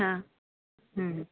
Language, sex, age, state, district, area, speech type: Marathi, female, 18-30, Maharashtra, Gondia, rural, conversation